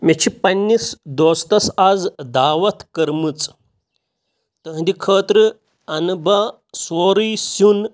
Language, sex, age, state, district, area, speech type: Kashmiri, male, 30-45, Jammu and Kashmir, Pulwama, rural, spontaneous